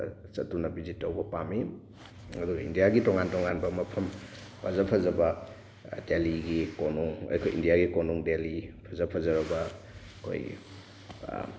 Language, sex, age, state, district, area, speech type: Manipuri, male, 18-30, Manipur, Thoubal, rural, spontaneous